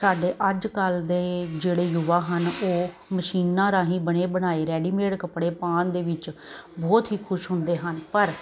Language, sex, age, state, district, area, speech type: Punjabi, female, 30-45, Punjab, Kapurthala, urban, spontaneous